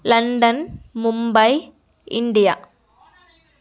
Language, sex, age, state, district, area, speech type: Telugu, female, 18-30, Andhra Pradesh, Nellore, rural, spontaneous